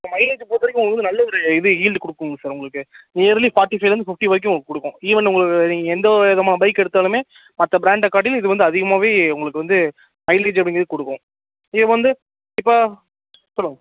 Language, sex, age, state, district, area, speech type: Tamil, male, 18-30, Tamil Nadu, Sivaganga, rural, conversation